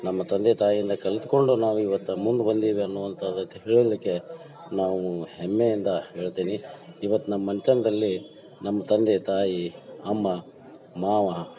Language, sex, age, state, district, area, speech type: Kannada, male, 45-60, Karnataka, Dharwad, urban, spontaneous